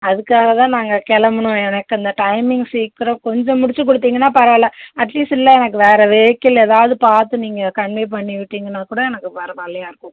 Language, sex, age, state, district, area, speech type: Tamil, female, 60+, Tamil Nadu, Cuddalore, rural, conversation